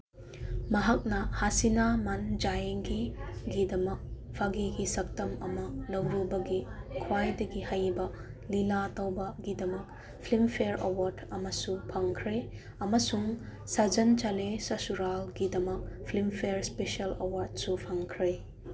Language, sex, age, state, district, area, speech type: Manipuri, female, 30-45, Manipur, Chandel, rural, read